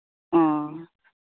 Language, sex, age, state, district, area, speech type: Santali, female, 30-45, West Bengal, Birbhum, rural, conversation